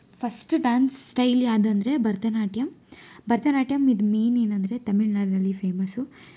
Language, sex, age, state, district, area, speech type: Kannada, female, 18-30, Karnataka, Tumkur, urban, spontaneous